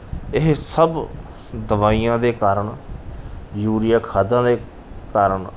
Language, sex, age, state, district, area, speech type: Punjabi, male, 45-60, Punjab, Bathinda, urban, spontaneous